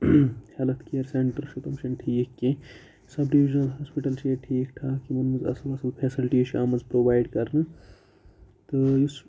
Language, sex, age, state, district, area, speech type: Kashmiri, male, 18-30, Jammu and Kashmir, Kupwara, rural, spontaneous